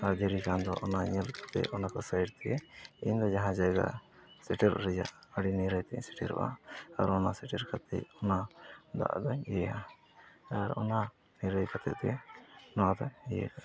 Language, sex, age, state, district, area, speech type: Santali, male, 30-45, Jharkhand, East Singhbhum, rural, spontaneous